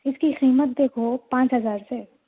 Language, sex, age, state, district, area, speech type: Urdu, female, 30-45, Telangana, Hyderabad, urban, conversation